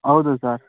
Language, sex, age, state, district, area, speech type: Kannada, male, 18-30, Karnataka, Kolar, rural, conversation